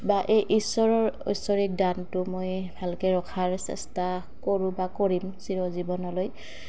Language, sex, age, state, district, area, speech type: Assamese, female, 30-45, Assam, Goalpara, urban, spontaneous